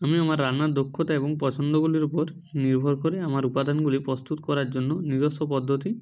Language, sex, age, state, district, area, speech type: Bengali, male, 60+, West Bengal, Purba Medinipur, rural, spontaneous